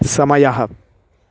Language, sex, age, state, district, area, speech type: Sanskrit, male, 18-30, Karnataka, Chitradurga, urban, read